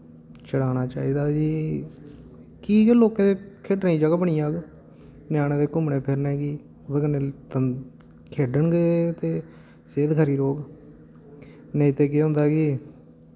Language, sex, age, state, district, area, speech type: Dogri, male, 18-30, Jammu and Kashmir, Samba, rural, spontaneous